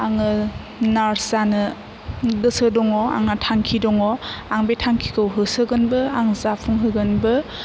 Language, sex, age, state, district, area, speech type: Bodo, female, 18-30, Assam, Chirang, urban, spontaneous